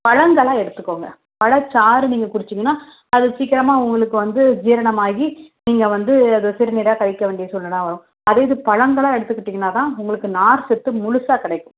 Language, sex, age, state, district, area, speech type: Tamil, female, 30-45, Tamil Nadu, Tirunelveli, rural, conversation